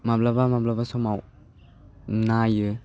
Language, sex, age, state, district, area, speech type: Bodo, male, 18-30, Assam, Baksa, rural, spontaneous